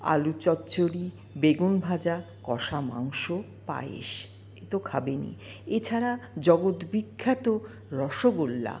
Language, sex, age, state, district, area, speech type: Bengali, female, 45-60, West Bengal, Paschim Bardhaman, urban, spontaneous